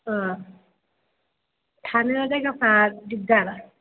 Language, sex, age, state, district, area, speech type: Bodo, female, 18-30, Assam, Chirang, rural, conversation